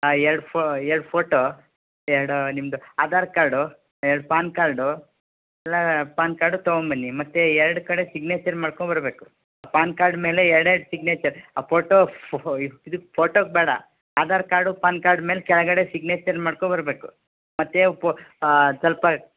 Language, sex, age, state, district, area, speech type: Kannada, male, 60+, Karnataka, Shimoga, rural, conversation